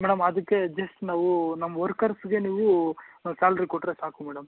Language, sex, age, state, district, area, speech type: Kannada, male, 45-60, Karnataka, Kolar, rural, conversation